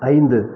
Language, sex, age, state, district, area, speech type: Tamil, male, 60+, Tamil Nadu, Erode, urban, read